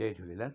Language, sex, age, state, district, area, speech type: Sindhi, male, 60+, Gujarat, Surat, urban, spontaneous